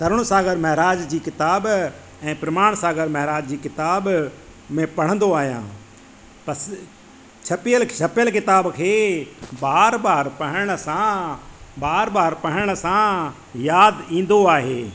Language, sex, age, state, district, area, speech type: Sindhi, male, 45-60, Madhya Pradesh, Katni, urban, spontaneous